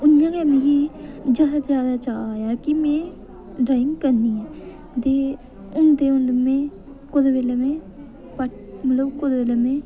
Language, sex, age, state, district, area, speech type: Dogri, female, 18-30, Jammu and Kashmir, Reasi, rural, spontaneous